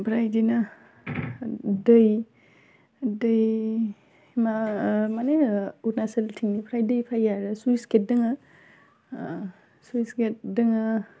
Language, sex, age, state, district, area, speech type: Bodo, female, 18-30, Assam, Udalguri, urban, spontaneous